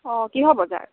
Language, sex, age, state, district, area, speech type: Assamese, female, 30-45, Assam, Golaghat, urban, conversation